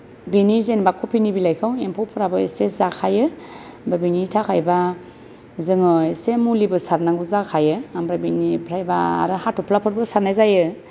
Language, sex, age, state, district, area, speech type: Bodo, female, 30-45, Assam, Kokrajhar, rural, spontaneous